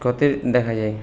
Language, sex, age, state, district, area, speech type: Bengali, male, 30-45, West Bengal, Purulia, urban, spontaneous